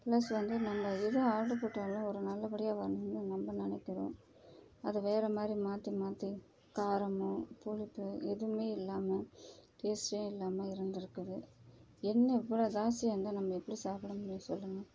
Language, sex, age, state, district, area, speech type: Tamil, female, 30-45, Tamil Nadu, Tiruchirappalli, rural, spontaneous